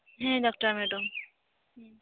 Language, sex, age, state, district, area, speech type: Santali, female, 18-30, West Bengal, Birbhum, rural, conversation